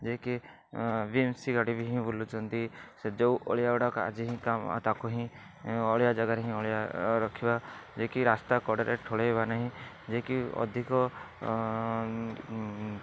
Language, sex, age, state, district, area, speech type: Odia, male, 60+, Odisha, Rayagada, rural, spontaneous